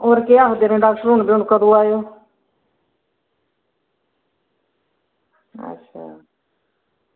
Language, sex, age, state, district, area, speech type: Dogri, female, 45-60, Jammu and Kashmir, Kathua, rural, conversation